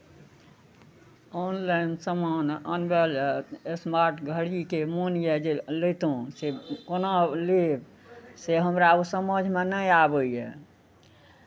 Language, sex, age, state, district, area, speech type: Maithili, female, 60+, Bihar, Araria, rural, spontaneous